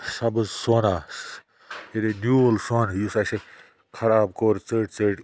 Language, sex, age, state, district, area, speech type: Kashmiri, male, 18-30, Jammu and Kashmir, Budgam, rural, spontaneous